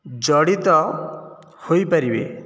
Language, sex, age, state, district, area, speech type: Odia, male, 30-45, Odisha, Nayagarh, rural, spontaneous